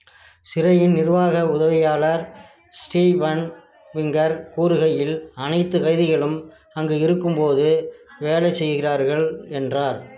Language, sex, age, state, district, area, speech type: Tamil, male, 60+, Tamil Nadu, Nagapattinam, rural, read